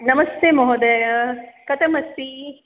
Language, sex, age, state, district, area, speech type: Sanskrit, female, 45-60, Maharashtra, Mumbai City, urban, conversation